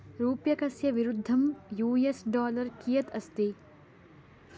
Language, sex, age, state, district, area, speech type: Sanskrit, female, 18-30, Karnataka, Chikkamagaluru, urban, read